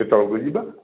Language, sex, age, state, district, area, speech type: Odia, male, 60+, Odisha, Dhenkanal, rural, conversation